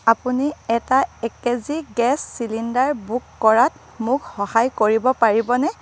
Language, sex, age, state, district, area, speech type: Assamese, female, 18-30, Assam, Sivasagar, rural, read